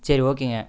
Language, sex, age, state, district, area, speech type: Tamil, male, 18-30, Tamil Nadu, Coimbatore, rural, spontaneous